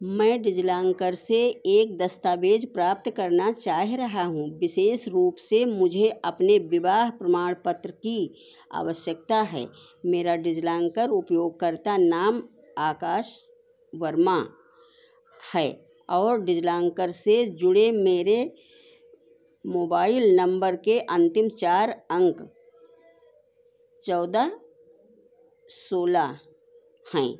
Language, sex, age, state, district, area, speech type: Hindi, female, 60+, Uttar Pradesh, Sitapur, rural, read